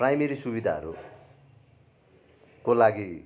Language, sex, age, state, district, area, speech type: Nepali, male, 18-30, West Bengal, Darjeeling, rural, spontaneous